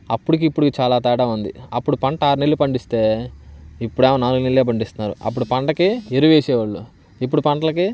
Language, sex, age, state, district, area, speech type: Telugu, male, 30-45, Andhra Pradesh, Bapatla, urban, spontaneous